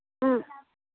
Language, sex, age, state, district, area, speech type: Tamil, female, 60+, Tamil Nadu, Tiruvannamalai, rural, conversation